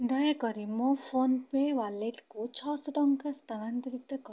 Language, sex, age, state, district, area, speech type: Odia, female, 18-30, Odisha, Bhadrak, rural, read